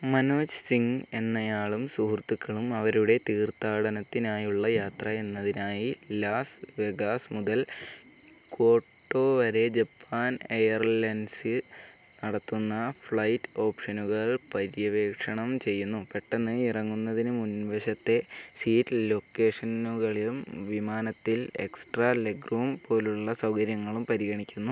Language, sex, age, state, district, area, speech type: Malayalam, male, 18-30, Kerala, Wayanad, rural, read